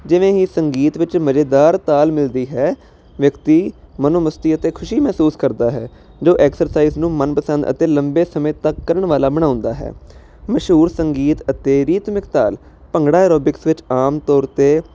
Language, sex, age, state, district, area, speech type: Punjabi, male, 30-45, Punjab, Jalandhar, urban, spontaneous